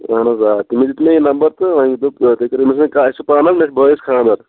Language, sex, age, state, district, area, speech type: Kashmiri, male, 30-45, Jammu and Kashmir, Shopian, rural, conversation